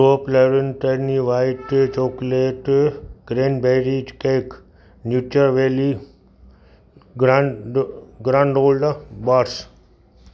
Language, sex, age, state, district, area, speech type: Sindhi, male, 60+, Gujarat, Kutch, urban, spontaneous